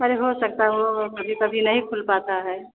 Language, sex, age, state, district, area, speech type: Hindi, female, 45-60, Uttar Pradesh, Ayodhya, rural, conversation